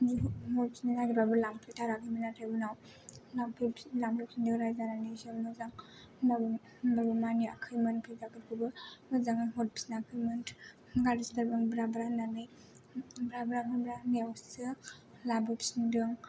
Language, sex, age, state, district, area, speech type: Bodo, female, 18-30, Assam, Kokrajhar, rural, spontaneous